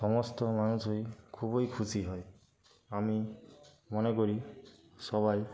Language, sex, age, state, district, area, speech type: Bengali, male, 45-60, West Bengal, Nadia, rural, spontaneous